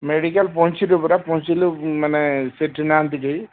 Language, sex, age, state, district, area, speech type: Odia, male, 30-45, Odisha, Sambalpur, rural, conversation